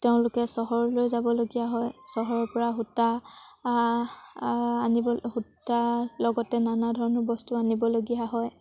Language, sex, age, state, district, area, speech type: Assamese, female, 18-30, Assam, Sivasagar, rural, spontaneous